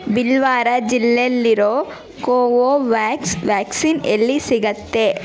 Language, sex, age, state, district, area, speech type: Kannada, female, 18-30, Karnataka, Bangalore Urban, urban, read